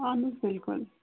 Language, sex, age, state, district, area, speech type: Kashmiri, female, 60+, Jammu and Kashmir, Srinagar, urban, conversation